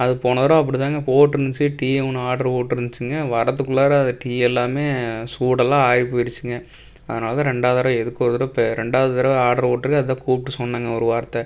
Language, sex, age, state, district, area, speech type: Tamil, male, 18-30, Tamil Nadu, Tiruppur, rural, spontaneous